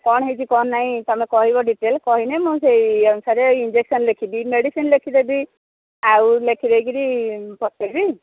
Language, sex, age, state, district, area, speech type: Odia, female, 45-60, Odisha, Angul, rural, conversation